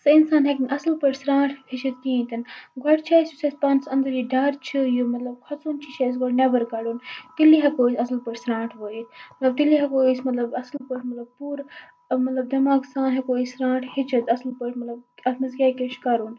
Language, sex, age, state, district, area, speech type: Kashmiri, female, 18-30, Jammu and Kashmir, Baramulla, urban, spontaneous